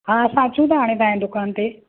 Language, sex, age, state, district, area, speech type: Sindhi, female, 45-60, Maharashtra, Thane, urban, conversation